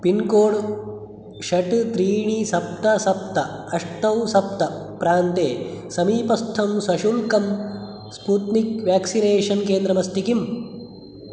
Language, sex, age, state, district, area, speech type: Sanskrit, male, 30-45, Karnataka, Udupi, urban, read